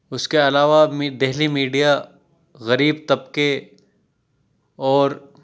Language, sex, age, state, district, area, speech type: Urdu, male, 18-30, Delhi, South Delhi, urban, spontaneous